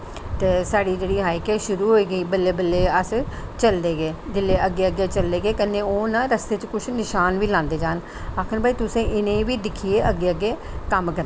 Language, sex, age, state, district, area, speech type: Dogri, female, 60+, Jammu and Kashmir, Jammu, urban, spontaneous